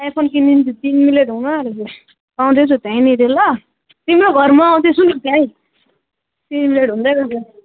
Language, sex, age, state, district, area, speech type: Nepali, male, 18-30, West Bengal, Alipurduar, urban, conversation